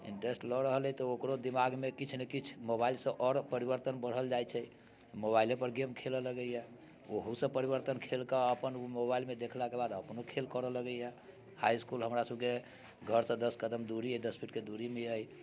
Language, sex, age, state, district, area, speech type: Maithili, male, 45-60, Bihar, Muzaffarpur, urban, spontaneous